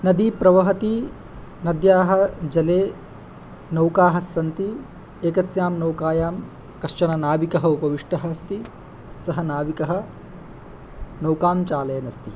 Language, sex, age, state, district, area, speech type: Sanskrit, male, 18-30, Odisha, Angul, rural, spontaneous